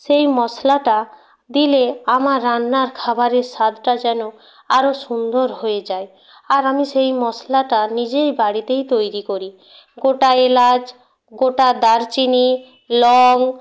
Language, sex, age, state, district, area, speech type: Bengali, female, 18-30, West Bengal, Purba Medinipur, rural, spontaneous